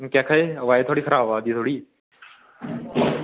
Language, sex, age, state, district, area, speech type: Dogri, male, 18-30, Jammu and Kashmir, Kathua, rural, conversation